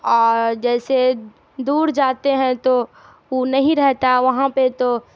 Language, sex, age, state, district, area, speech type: Urdu, female, 18-30, Bihar, Darbhanga, rural, spontaneous